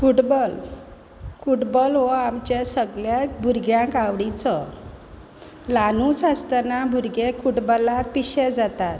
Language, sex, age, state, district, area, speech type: Goan Konkani, female, 30-45, Goa, Quepem, rural, spontaneous